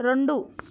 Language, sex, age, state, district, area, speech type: Telugu, female, 18-30, Telangana, Vikarabad, urban, read